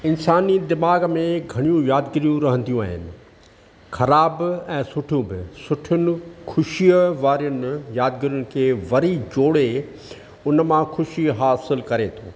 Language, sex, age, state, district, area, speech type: Sindhi, male, 60+, Maharashtra, Thane, urban, spontaneous